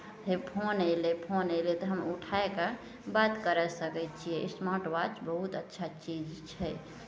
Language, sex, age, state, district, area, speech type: Maithili, female, 18-30, Bihar, Araria, rural, spontaneous